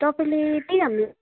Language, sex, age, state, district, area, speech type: Nepali, female, 18-30, West Bengal, Kalimpong, rural, conversation